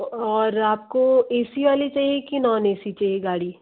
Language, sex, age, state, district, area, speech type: Hindi, female, 60+, Madhya Pradesh, Bhopal, urban, conversation